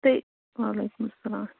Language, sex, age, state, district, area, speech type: Kashmiri, female, 45-60, Jammu and Kashmir, Baramulla, rural, conversation